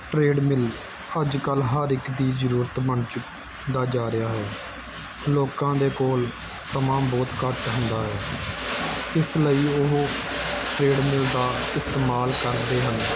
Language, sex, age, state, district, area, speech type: Punjabi, male, 18-30, Punjab, Gurdaspur, urban, spontaneous